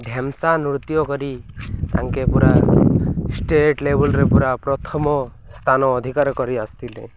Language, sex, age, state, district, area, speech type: Odia, male, 45-60, Odisha, Koraput, urban, spontaneous